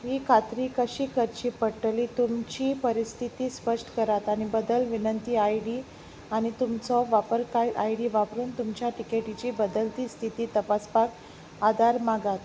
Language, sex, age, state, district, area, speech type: Goan Konkani, female, 30-45, Goa, Salcete, rural, spontaneous